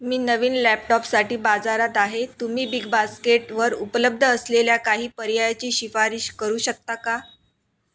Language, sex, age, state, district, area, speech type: Marathi, female, 30-45, Maharashtra, Nagpur, urban, read